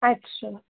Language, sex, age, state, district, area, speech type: Sindhi, female, 18-30, Uttar Pradesh, Lucknow, urban, conversation